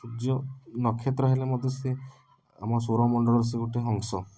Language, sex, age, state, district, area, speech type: Odia, male, 18-30, Odisha, Puri, urban, spontaneous